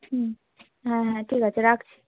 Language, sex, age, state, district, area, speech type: Bengali, female, 18-30, West Bengal, Cooch Behar, urban, conversation